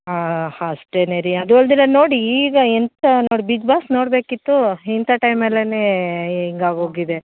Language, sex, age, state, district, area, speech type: Kannada, female, 45-60, Karnataka, Mandya, rural, conversation